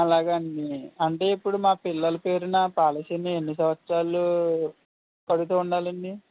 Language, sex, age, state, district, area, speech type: Telugu, male, 18-30, Andhra Pradesh, Konaseema, rural, conversation